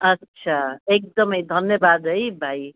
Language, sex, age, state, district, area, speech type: Nepali, female, 60+, West Bengal, Jalpaiguri, urban, conversation